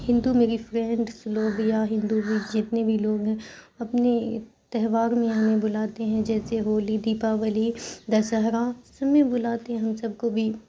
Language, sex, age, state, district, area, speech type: Urdu, female, 18-30, Bihar, Khagaria, urban, spontaneous